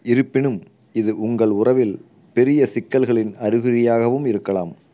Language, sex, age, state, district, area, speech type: Tamil, male, 45-60, Tamil Nadu, Erode, urban, read